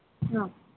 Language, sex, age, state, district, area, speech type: Odia, female, 18-30, Odisha, Sambalpur, rural, conversation